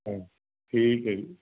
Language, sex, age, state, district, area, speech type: Punjabi, male, 45-60, Punjab, Fazilka, rural, conversation